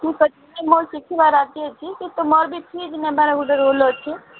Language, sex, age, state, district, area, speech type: Odia, female, 30-45, Odisha, Rayagada, rural, conversation